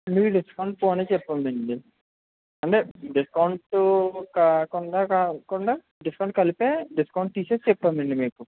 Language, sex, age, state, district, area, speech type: Telugu, male, 18-30, Andhra Pradesh, West Godavari, rural, conversation